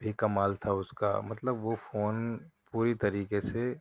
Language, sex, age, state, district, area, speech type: Urdu, male, 30-45, Delhi, Central Delhi, urban, spontaneous